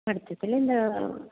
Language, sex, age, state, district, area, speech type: Malayalam, female, 45-60, Kerala, Kasaragod, rural, conversation